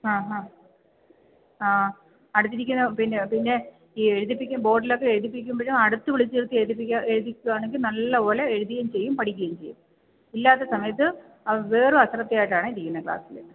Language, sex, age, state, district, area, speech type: Malayalam, female, 30-45, Kerala, Kollam, rural, conversation